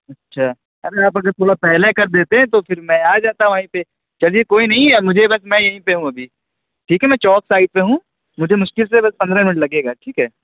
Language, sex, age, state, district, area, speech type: Urdu, male, 18-30, Uttar Pradesh, Lucknow, urban, conversation